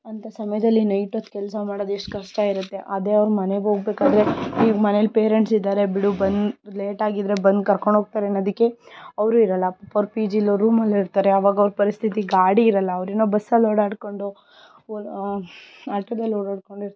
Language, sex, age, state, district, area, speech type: Kannada, female, 18-30, Karnataka, Tumkur, rural, spontaneous